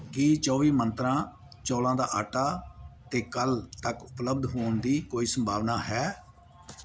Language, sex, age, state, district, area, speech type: Punjabi, male, 60+, Punjab, Pathankot, rural, read